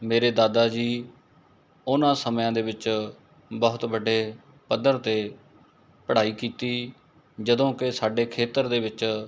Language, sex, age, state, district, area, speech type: Punjabi, male, 45-60, Punjab, Mohali, urban, spontaneous